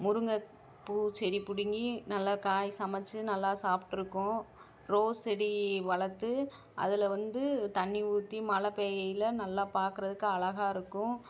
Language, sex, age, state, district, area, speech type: Tamil, female, 30-45, Tamil Nadu, Madurai, rural, spontaneous